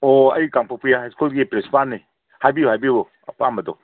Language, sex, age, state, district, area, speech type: Manipuri, male, 45-60, Manipur, Kangpokpi, urban, conversation